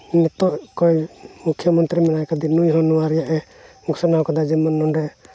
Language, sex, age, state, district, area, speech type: Santali, male, 30-45, Jharkhand, Pakur, rural, spontaneous